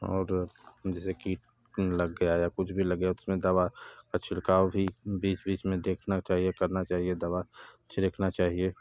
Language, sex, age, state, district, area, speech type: Hindi, male, 30-45, Uttar Pradesh, Bhadohi, rural, spontaneous